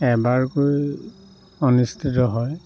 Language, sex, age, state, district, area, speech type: Assamese, male, 45-60, Assam, Dhemaji, rural, spontaneous